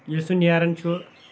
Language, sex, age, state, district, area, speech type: Kashmiri, male, 18-30, Jammu and Kashmir, Kulgam, rural, spontaneous